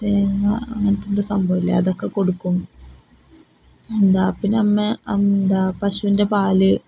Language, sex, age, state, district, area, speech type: Malayalam, female, 18-30, Kerala, Palakkad, rural, spontaneous